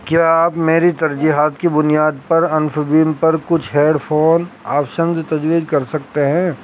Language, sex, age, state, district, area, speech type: Urdu, male, 30-45, Uttar Pradesh, Saharanpur, urban, read